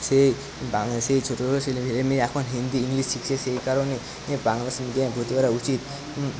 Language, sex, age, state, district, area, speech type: Bengali, male, 18-30, West Bengal, Paschim Medinipur, rural, spontaneous